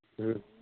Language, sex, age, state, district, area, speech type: Manipuri, male, 18-30, Manipur, Kakching, rural, conversation